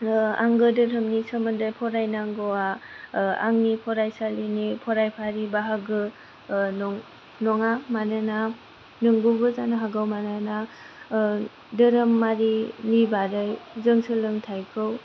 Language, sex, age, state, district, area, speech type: Bodo, female, 18-30, Assam, Kokrajhar, rural, spontaneous